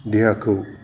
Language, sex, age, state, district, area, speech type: Bodo, male, 60+, Assam, Kokrajhar, rural, spontaneous